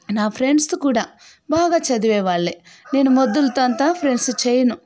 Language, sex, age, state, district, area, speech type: Telugu, female, 45-60, Andhra Pradesh, Sri Balaji, rural, spontaneous